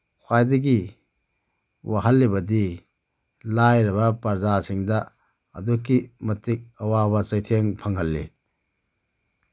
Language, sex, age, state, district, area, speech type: Manipuri, male, 30-45, Manipur, Bishnupur, rural, spontaneous